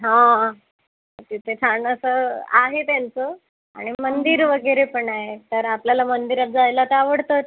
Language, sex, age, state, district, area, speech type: Marathi, female, 18-30, Maharashtra, Yavatmal, urban, conversation